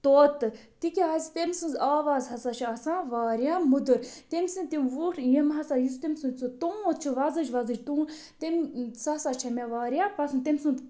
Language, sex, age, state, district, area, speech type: Kashmiri, other, 30-45, Jammu and Kashmir, Budgam, rural, spontaneous